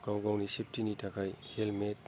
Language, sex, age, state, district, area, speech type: Bodo, female, 45-60, Assam, Kokrajhar, rural, spontaneous